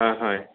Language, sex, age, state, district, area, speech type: Assamese, male, 45-60, Assam, Goalpara, urban, conversation